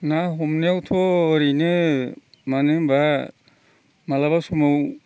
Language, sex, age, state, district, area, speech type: Bodo, male, 60+, Assam, Udalguri, rural, spontaneous